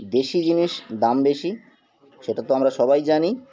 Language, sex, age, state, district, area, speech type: Bengali, male, 45-60, West Bengal, Birbhum, urban, spontaneous